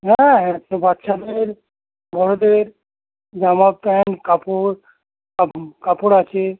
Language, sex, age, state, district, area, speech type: Bengali, male, 60+, West Bengal, Hooghly, rural, conversation